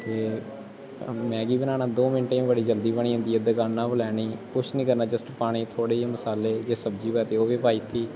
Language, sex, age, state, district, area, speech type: Dogri, male, 18-30, Jammu and Kashmir, Kathua, rural, spontaneous